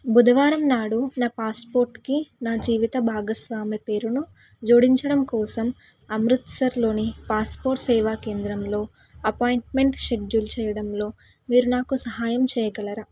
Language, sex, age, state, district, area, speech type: Telugu, female, 18-30, Telangana, Suryapet, urban, read